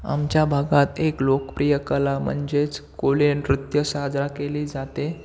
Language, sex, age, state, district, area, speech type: Marathi, male, 18-30, Maharashtra, Ratnagiri, rural, spontaneous